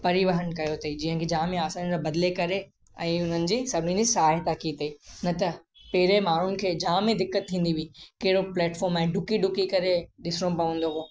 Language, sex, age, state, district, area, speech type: Sindhi, male, 18-30, Gujarat, Kutch, rural, spontaneous